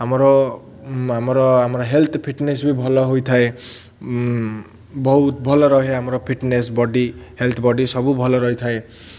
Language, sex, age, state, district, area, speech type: Odia, male, 30-45, Odisha, Ganjam, urban, spontaneous